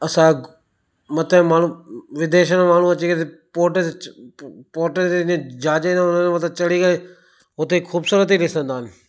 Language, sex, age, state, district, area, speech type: Sindhi, male, 30-45, Gujarat, Kutch, rural, spontaneous